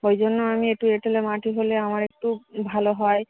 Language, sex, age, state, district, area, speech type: Bengali, female, 30-45, West Bengal, Darjeeling, urban, conversation